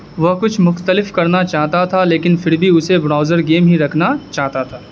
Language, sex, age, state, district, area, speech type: Urdu, male, 18-30, Bihar, Darbhanga, rural, read